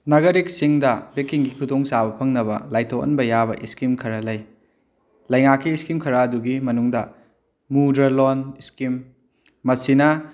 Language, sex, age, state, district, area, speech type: Manipuri, male, 30-45, Manipur, Kakching, rural, spontaneous